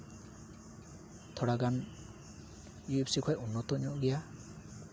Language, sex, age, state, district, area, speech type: Santali, male, 18-30, West Bengal, Uttar Dinajpur, rural, spontaneous